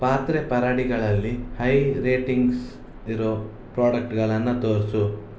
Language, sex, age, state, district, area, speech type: Kannada, male, 18-30, Karnataka, Shimoga, rural, read